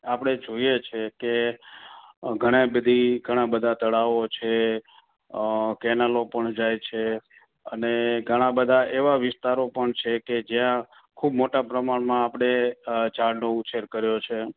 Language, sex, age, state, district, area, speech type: Gujarati, male, 45-60, Gujarat, Morbi, urban, conversation